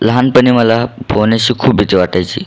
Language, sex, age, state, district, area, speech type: Marathi, male, 18-30, Maharashtra, Buldhana, rural, spontaneous